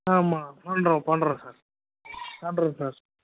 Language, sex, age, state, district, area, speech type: Tamil, male, 18-30, Tamil Nadu, Krishnagiri, rural, conversation